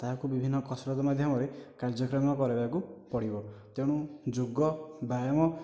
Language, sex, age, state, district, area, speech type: Odia, male, 18-30, Odisha, Nayagarh, rural, spontaneous